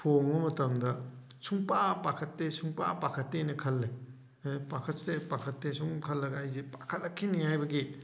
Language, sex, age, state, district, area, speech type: Manipuri, male, 30-45, Manipur, Thoubal, rural, spontaneous